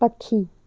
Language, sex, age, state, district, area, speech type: Sindhi, female, 18-30, Gujarat, Junagadh, urban, read